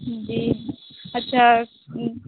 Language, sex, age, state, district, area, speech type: Hindi, female, 18-30, Bihar, Vaishali, rural, conversation